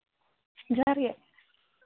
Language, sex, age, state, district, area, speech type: Santali, female, 18-30, Jharkhand, East Singhbhum, rural, conversation